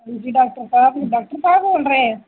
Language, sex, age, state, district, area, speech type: Dogri, female, 30-45, Jammu and Kashmir, Udhampur, urban, conversation